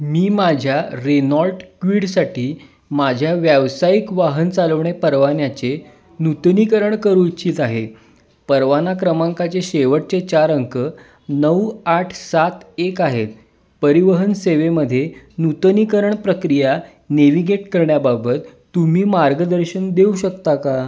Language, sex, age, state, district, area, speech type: Marathi, male, 18-30, Maharashtra, Kolhapur, urban, read